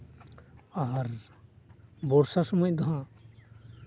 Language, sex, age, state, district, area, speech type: Santali, male, 18-30, West Bengal, Purba Bardhaman, rural, spontaneous